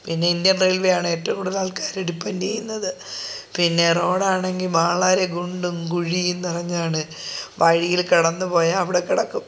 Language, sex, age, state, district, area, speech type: Malayalam, female, 30-45, Kerala, Thiruvananthapuram, rural, spontaneous